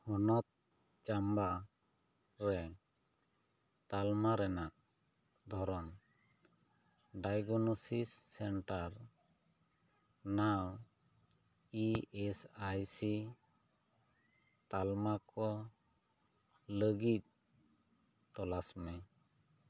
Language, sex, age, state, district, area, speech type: Santali, male, 30-45, West Bengal, Bankura, rural, read